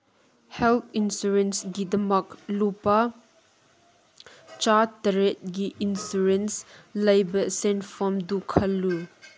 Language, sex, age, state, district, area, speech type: Manipuri, female, 18-30, Manipur, Kangpokpi, rural, read